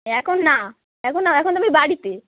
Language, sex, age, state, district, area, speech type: Bengali, female, 18-30, West Bengal, Dakshin Dinajpur, urban, conversation